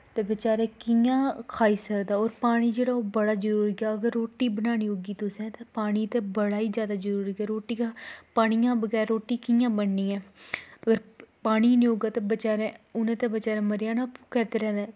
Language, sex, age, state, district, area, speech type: Dogri, female, 18-30, Jammu and Kashmir, Kathua, rural, spontaneous